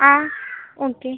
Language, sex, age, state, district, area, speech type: Tamil, female, 18-30, Tamil Nadu, Cuddalore, rural, conversation